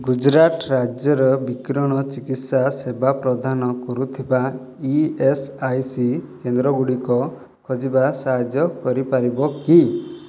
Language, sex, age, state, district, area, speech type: Odia, male, 30-45, Odisha, Kalahandi, rural, read